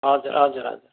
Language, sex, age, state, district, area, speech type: Nepali, male, 30-45, West Bengal, Kalimpong, rural, conversation